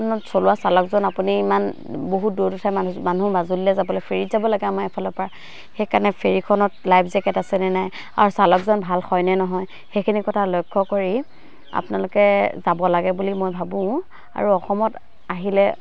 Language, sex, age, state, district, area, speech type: Assamese, female, 18-30, Assam, Dhemaji, urban, spontaneous